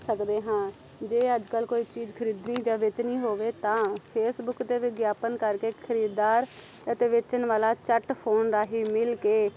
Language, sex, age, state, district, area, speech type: Punjabi, female, 30-45, Punjab, Amritsar, urban, spontaneous